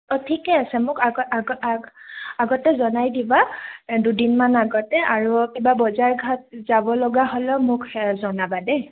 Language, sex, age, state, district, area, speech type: Assamese, female, 18-30, Assam, Goalpara, urban, conversation